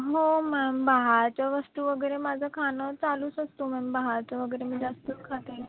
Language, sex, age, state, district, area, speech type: Marathi, female, 30-45, Maharashtra, Nagpur, rural, conversation